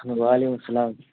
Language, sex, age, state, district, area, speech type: Urdu, male, 18-30, Uttar Pradesh, Rampur, urban, conversation